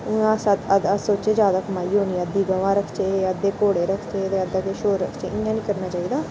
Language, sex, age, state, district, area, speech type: Dogri, female, 60+, Jammu and Kashmir, Reasi, rural, spontaneous